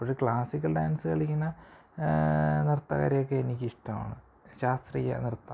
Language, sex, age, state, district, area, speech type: Malayalam, male, 18-30, Kerala, Thiruvananthapuram, urban, spontaneous